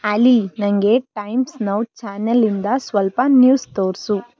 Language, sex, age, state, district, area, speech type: Kannada, female, 18-30, Karnataka, Tumkur, rural, read